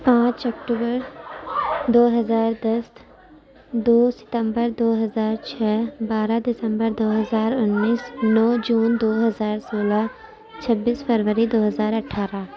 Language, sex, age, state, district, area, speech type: Urdu, female, 18-30, Uttar Pradesh, Gautam Buddha Nagar, urban, spontaneous